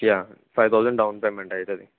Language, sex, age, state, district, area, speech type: Telugu, male, 18-30, Andhra Pradesh, N T Rama Rao, urban, conversation